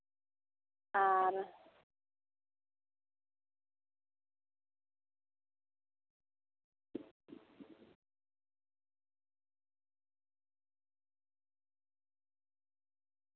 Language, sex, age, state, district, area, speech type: Santali, female, 30-45, West Bengal, Purulia, rural, conversation